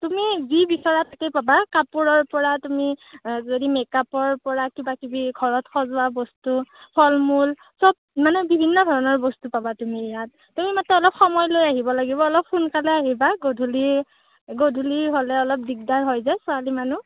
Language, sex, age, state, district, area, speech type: Assamese, female, 18-30, Assam, Kamrup Metropolitan, urban, conversation